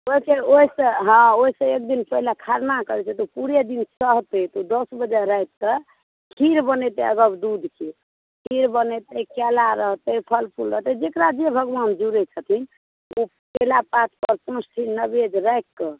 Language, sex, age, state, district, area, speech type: Maithili, female, 45-60, Bihar, Supaul, rural, conversation